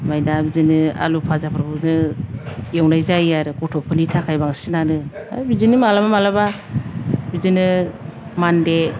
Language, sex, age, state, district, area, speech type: Bodo, female, 45-60, Assam, Kokrajhar, urban, spontaneous